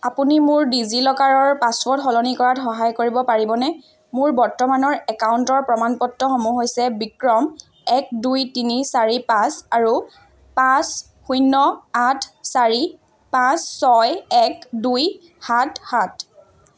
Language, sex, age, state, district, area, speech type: Assamese, female, 18-30, Assam, Dhemaji, urban, read